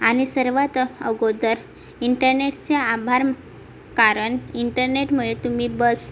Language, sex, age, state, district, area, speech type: Marathi, female, 18-30, Maharashtra, Sindhudurg, rural, spontaneous